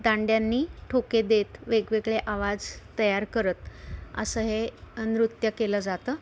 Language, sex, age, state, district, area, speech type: Marathi, female, 45-60, Maharashtra, Pune, urban, spontaneous